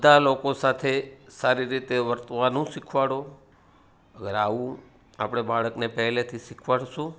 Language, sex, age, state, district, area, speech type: Gujarati, male, 45-60, Gujarat, Surat, urban, spontaneous